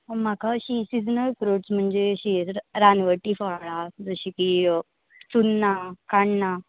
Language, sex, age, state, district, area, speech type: Goan Konkani, female, 18-30, Goa, Ponda, rural, conversation